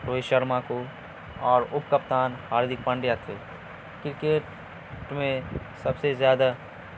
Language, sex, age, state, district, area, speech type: Urdu, male, 18-30, Bihar, Madhubani, rural, spontaneous